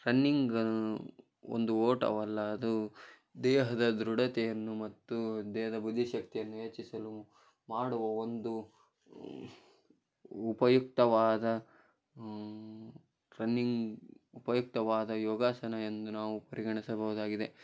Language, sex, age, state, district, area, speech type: Kannada, male, 18-30, Karnataka, Koppal, rural, spontaneous